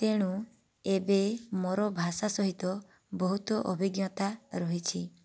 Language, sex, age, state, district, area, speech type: Odia, female, 18-30, Odisha, Boudh, rural, spontaneous